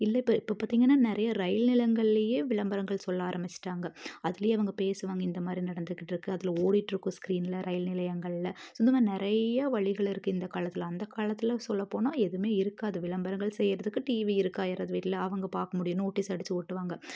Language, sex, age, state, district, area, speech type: Tamil, female, 30-45, Tamil Nadu, Tiruppur, rural, spontaneous